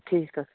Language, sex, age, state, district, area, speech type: Kashmiri, male, 18-30, Jammu and Kashmir, Baramulla, rural, conversation